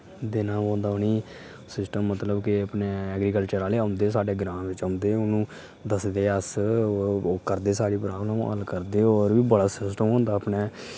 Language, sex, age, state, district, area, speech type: Dogri, male, 30-45, Jammu and Kashmir, Udhampur, rural, spontaneous